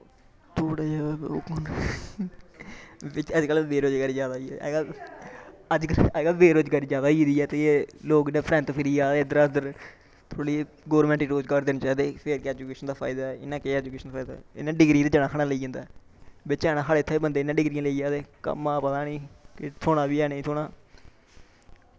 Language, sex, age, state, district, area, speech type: Dogri, male, 18-30, Jammu and Kashmir, Samba, rural, spontaneous